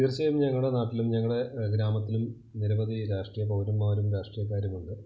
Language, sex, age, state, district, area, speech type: Malayalam, male, 30-45, Kerala, Idukki, rural, spontaneous